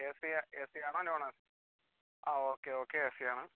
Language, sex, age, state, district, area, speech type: Malayalam, male, 18-30, Kerala, Kollam, rural, conversation